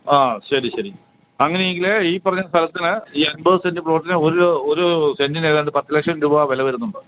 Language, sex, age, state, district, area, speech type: Malayalam, male, 60+, Kerala, Kottayam, rural, conversation